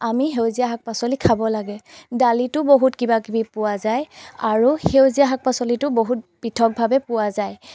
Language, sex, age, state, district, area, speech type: Assamese, female, 30-45, Assam, Golaghat, rural, spontaneous